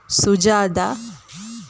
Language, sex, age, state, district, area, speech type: Sanskrit, female, 18-30, Kerala, Kollam, urban, spontaneous